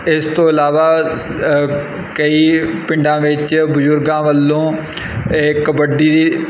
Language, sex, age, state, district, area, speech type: Punjabi, male, 30-45, Punjab, Kapurthala, rural, spontaneous